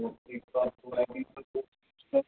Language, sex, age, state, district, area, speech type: Hindi, male, 30-45, Rajasthan, Jaipur, urban, conversation